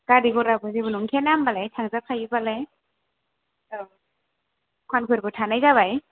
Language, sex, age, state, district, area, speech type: Bodo, female, 18-30, Assam, Kokrajhar, rural, conversation